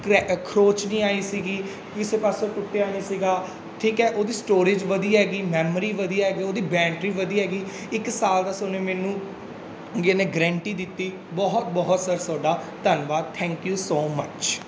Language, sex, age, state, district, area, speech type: Punjabi, male, 18-30, Punjab, Mansa, rural, spontaneous